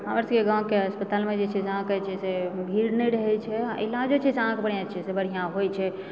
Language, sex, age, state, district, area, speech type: Maithili, female, 30-45, Bihar, Supaul, rural, spontaneous